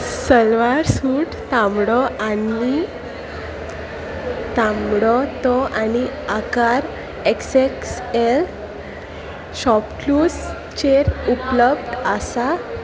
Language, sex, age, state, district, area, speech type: Goan Konkani, female, 18-30, Goa, Salcete, rural, read